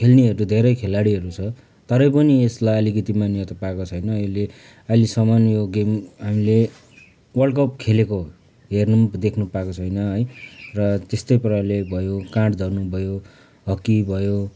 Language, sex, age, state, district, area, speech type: Nepali, male, 45-60, West Bengal, Kalimpong, rural, spontaneous